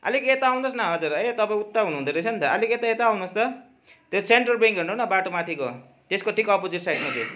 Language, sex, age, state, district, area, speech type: Nepali, male, 45-60, West Bengal, Darjeeling, urban, spontaneous